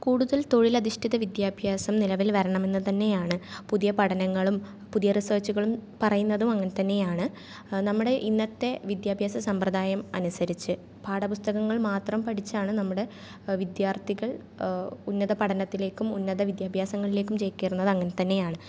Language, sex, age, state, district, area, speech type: Malayalam, female, 18-30, Kerala, Thrissur, urban, spontaneous